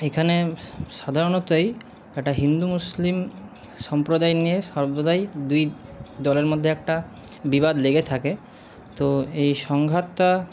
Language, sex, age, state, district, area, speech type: Bengali, male, 30-45, West Bengal, Paschim Bardhaman, urban, spontaneous